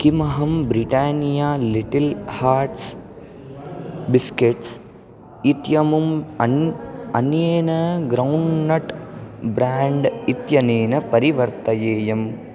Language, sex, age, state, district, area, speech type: Sanskrit, male, 18-30, Andhra Pradesh, Chittoor, urban, read